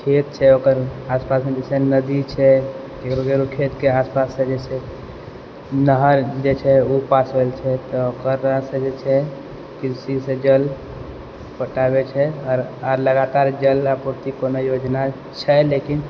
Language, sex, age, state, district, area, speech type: Maithili, male, 18-30, Bihar, Purnia, urban, spontaneous